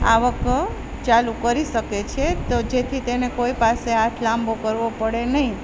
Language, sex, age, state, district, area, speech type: Gujarati, female, 45-60, Gujarat, Junagadh, rural, spontaneous